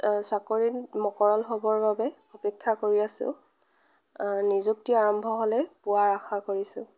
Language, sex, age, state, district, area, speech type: Assamese, female, 30-45, Assam, Lakhimpur, rural, spontaneous